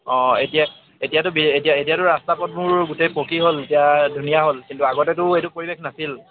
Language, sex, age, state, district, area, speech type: Assamese, male, 18-30, Assam, Dibrugarh, urban, conversation